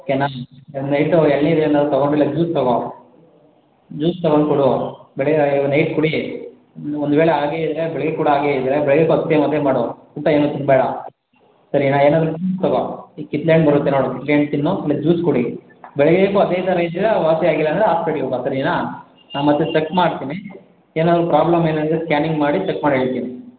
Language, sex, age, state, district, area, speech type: Kannada, male, 60+, Karnataka, Kolar, rural, conversation